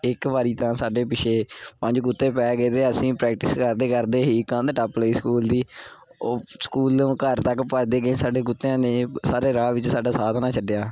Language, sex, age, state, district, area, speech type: Punjabi, male, 18-30, Punjab, Gurdaspur, urban, spontaneous